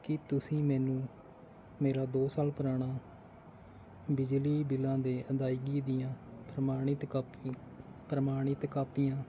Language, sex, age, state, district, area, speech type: Punjabi, male, 30-45, Punjab, Faridkot, rural, spontaneous